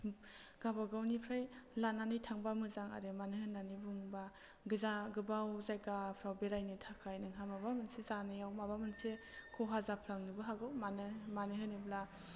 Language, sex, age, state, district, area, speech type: Bodo, female, 30-45, Assam, Chirang, urban, spontaneous